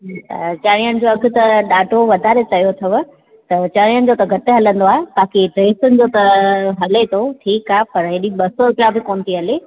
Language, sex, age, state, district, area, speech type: Sindhi, female, 30-45, Gujarat, Junagadh, urban, conversation